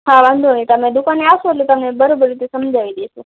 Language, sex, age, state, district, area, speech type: Gujarati, female, 30-45, Gujarat, Kutch, rural, conversation